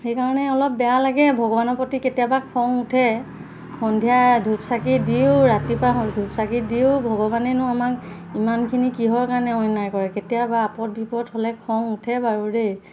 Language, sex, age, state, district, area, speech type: Assamese, female, 45-60, Assam, Golaghat, urban, spontaneous